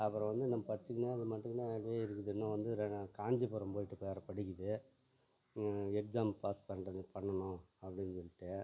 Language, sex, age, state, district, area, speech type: Tamil, male, 45-60, Tamil Nadu, Tiruvannamalai, rural, spontaneous